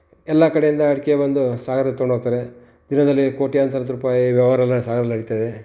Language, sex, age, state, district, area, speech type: Kannada, male, 45-60, Karnataka, Shimoga, rural, spontaneous